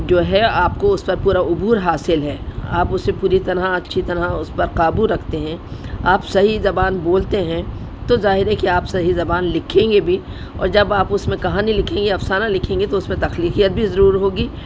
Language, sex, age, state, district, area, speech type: Urdu, female, 60+, Delhi, North East Delhi, urban, spontaneous